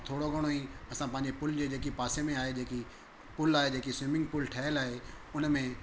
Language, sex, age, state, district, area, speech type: Sindhi, male, 45-60, Gujarat, Surat, urban, spontaneous